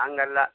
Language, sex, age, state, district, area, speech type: Kannada, male, 60+, Karnataka, Bidar, rural, conversation